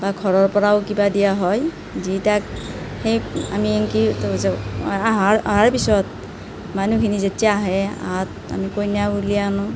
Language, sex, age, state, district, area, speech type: Assamese, female, 30-45, Assam, Nalbari, rural, spontaneous